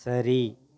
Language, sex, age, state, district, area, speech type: Tamil, male, 45-60, Tamil Nadu, Tiruvannamalai, rural, read